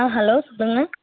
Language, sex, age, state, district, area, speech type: Tamil, female, 18-30, Tamil Nadu, Mayiladuthurai, urban, conversation